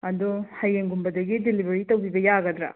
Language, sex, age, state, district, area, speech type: Manipuri, female, 30-45, Manipur, Bishnupur, rural, conversation